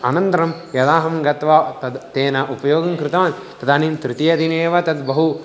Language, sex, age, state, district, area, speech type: Sanskrit, male, 18-30, Andhra Pradesh, Guntur, rural, spontaneous